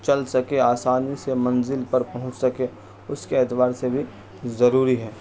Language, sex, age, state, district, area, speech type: Urdu, male, 45-60, Bihar, Supaul, rural, spontaneous